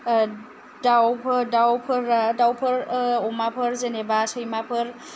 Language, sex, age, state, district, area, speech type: Bodo, female, 30-45, Assam, Kokrajhar, rural, spontaneous